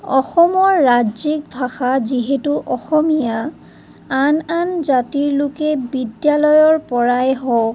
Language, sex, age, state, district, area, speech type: Assamese, female, 45-60, Assam, Sonitpur, rural, spontaneous